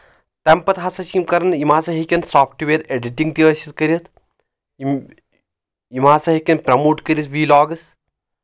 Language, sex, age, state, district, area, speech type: Kashmiri, male, 30-45, Jammu and Kashmir, Anantnag, rural, spontaneous